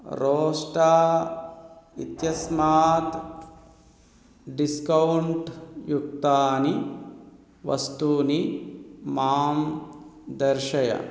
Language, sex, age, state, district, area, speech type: Sanskrit, male, 30-45, Telangana, Hyderabad, urban, read